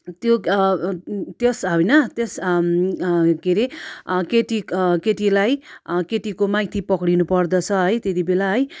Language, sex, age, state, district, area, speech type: Nepali, female, 45-60, West Bengal, Darjeeling, rural, spontaneous